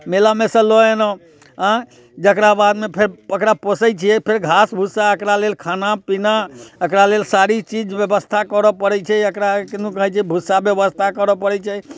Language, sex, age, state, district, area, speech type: Maithili, male, 60+, Bihar, Muzaffarpur, urban, spontaneous